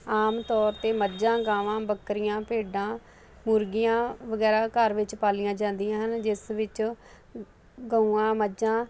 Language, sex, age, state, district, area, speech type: Punjabi, female, 30-45, Punjab, Ludhiana, urban, spontaneous